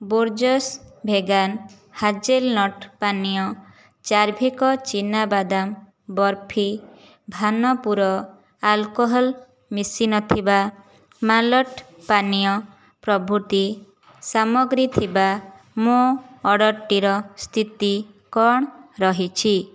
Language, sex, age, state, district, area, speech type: Odia, female, 30-45, Odisha, Jajpur, rural, read